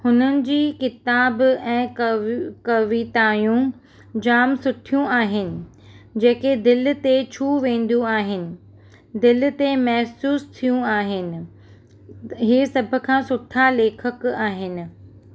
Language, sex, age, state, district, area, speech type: Sindhi, female, 30-45, Maharashtra, Mumbai Suburban, urban, spontaneous